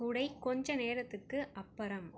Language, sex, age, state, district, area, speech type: Tamil, female, 30-45, Tamil Nadu, Cuddalore, rural, read